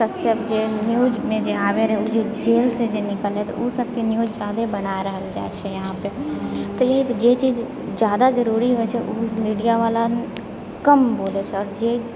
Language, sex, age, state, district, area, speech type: Maithili, female, 30-45, Bihar, Purnia, urban, spontaneous